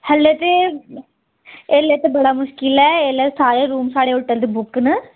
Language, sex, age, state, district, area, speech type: Dogri, female, 18-30, Jammu and Kashmir, Udhampur, rural, conversation